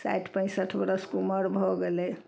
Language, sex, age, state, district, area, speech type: Maithili, female, 60+, Bihar, Samastipur, rural, spontaneous